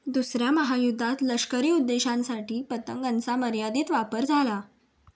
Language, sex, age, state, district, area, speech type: Marathi, female, 18-30, Maharashtra, Raigad, rural, read